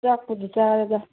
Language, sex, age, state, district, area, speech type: Manipuri, female, 45-60, Manipur, Churachandpur, urban, conversation